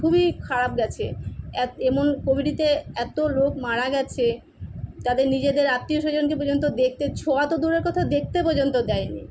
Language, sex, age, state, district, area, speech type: Bengali, female, 45-60, West Bengal, Kolkata, urban, spontaneous